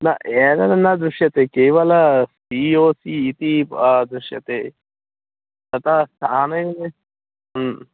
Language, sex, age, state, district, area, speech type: Sanskrit, male, 18-30, Uttar Pradesh, Pratapgarh, rural, conversation